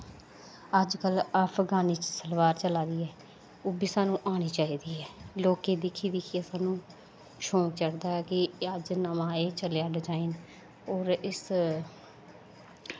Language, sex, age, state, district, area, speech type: Dogri, female, 30-45, Jammu and Kashmir, Samba, rural, spontaneous